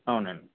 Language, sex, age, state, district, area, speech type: Telugu, male, 45-60, Andhra Pradesh, East Godavari, rural, conversation